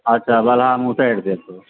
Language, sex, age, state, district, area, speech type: Maithili, male, 45-60, Bihar, Supaul, urban, conversation